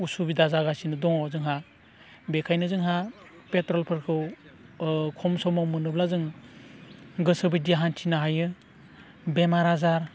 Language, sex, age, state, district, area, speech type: Bodo, male, 30-45, Assam, Udalguri, rural, spontaneous